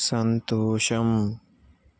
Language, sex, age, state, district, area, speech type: Telugu, male, 18-30, Telangana, Nalgonda, urban, read